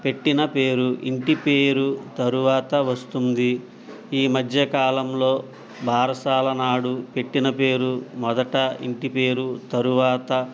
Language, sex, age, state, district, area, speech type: Telugu, male, 60+, Andhra Pradesh, Eluru, rural, spontaneous